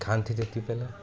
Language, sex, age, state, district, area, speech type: Nepali, male, 30-45, West Bengal, Alipurduar, urban, spontaneous